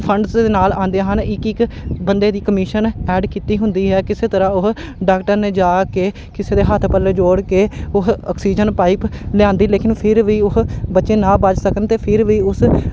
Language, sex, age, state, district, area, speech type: Punjabi, male, 30-45, Punjab, Amritsar, urban, spontaneous